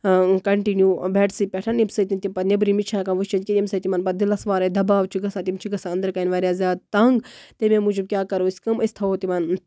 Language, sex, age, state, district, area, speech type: Kashmiri, female, 30-45, Jammu and Kashmir, Baramulla, rural, spontaneous